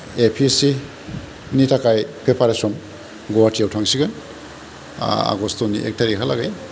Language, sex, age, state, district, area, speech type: Bodo, male, 45-60, Assam, Kokrajhar, rural, spontaneous